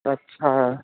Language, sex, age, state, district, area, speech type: Punjabi, male, 18-30, Punjab, Ludhiana, urban, conversation